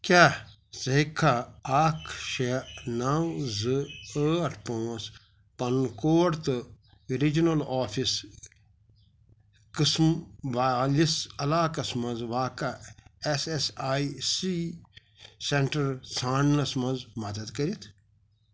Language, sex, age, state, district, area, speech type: Kashmiri, male, 45-60, Jammu and Kashmir, Pulwama, rural, read